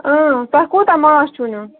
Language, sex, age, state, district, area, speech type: Kashmiri, female, 30-45, Jammu and Kashmir, Ganderbal, rural, conversation